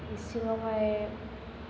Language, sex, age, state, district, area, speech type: Bodo, female, 18-30, Assam, Chirang, urban, spontaneous